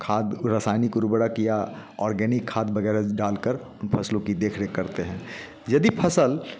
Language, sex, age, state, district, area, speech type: Hindi, male, 45-60, Bihar, Muzaffarpur, urban, spontaneous